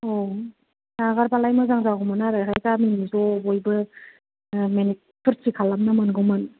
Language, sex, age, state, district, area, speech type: Bodo, female, 45-60, Assam, Kokrajhar, rural, conversation